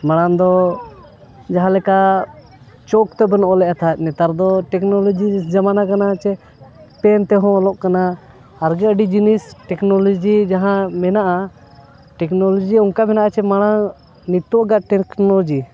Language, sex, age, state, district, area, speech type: Santali, male, 30-45, Jharkhand, Bokaro, rural, spontaneous